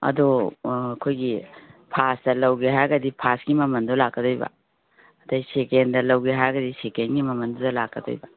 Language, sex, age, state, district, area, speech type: Manipuri, female, 60+, Manipur, Kangpokpi, urban, conversation